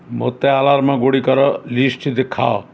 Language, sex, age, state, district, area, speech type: Odia, male, 60+, Odisha, Ganjam, urban, read